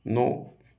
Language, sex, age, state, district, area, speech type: Hindi, male, 45-60, Madhya Pradesh, Ujjain, urban, read